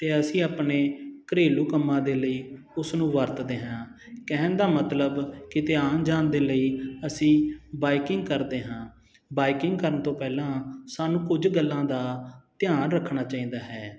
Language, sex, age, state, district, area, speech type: Punjabi, male, 30-45, Punjab, Sangrur, rural, spontaneous